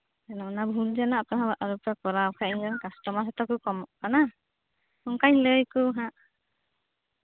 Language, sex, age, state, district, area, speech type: Santali, other, 18-30, West Bengal, Birbhum, rural, conversation